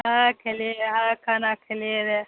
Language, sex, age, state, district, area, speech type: Maithili, female, 45-60, Bihar, Saharsa, rural, conversation